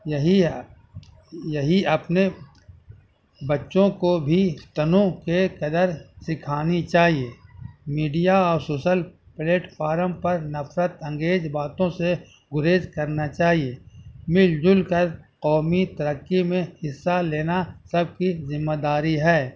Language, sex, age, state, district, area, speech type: Urdu, male, 60+, Bihar, Gaya, urban, spontaneous